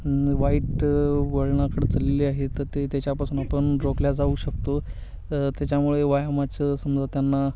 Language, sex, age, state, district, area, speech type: Marathi, male, 18-30, Maharashtra, Hingoli, urban, spontaneous